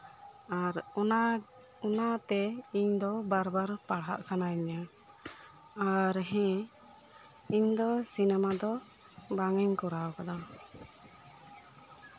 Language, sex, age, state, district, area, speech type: Santali, female, 30-45, West Bengal, Birbhum, rural, spontaneous